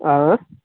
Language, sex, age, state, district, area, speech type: Kashmiri, male, 30-45, Jammu and Kashmir, Kupwara, rural, conversation